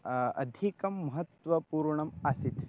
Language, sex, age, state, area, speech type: Sanskrit, male, 18-30, Maharashtra, rural, spontaneous